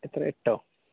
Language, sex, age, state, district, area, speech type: Malayalam, male, 18-30, Kerala, Palakkad, urban, conversation